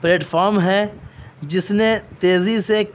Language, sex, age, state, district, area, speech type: Urdu, male, 18-30, Uttar Pradesh, Saharanpur, urban, spontaneous